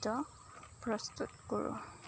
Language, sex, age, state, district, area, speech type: Assamese, female, 30-45, Assam, Nagaon, rural, spontaneous